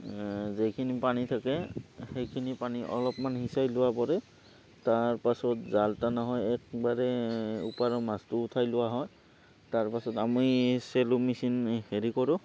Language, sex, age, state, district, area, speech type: Assamese, male, 30-45, Assam, Barpeta, rural, spontaneous